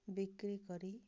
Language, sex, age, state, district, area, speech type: Odia, female, 60+, Odisha, Ganjam, urban, spontaneous